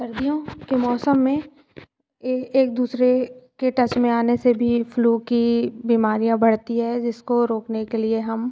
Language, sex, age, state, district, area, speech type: Hindi, female, 18-30, Madhya Pradesh, Katni, urban, spontaneous